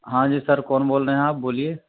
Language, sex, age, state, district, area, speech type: Urdu, male, 30-45, Uttar Pradesh, Gautam Buddha Nagar, urban, conversation